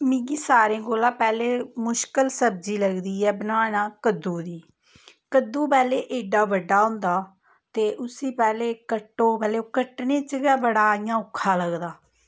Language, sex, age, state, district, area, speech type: Dogri, female, 30-45, Jammu and Kashmir, Samba, rural, spontaneous